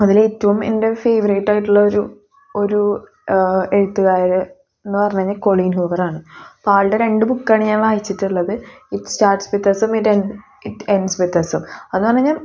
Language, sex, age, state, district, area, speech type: Malayalam, female, 18-30, Kerala, Thrissur, rural, spontaneous